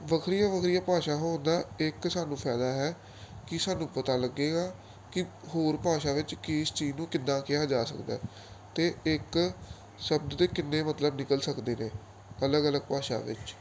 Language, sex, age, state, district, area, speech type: Punjabi, male, 18-30, Punjab, Gurdaspur, urban, spontaneous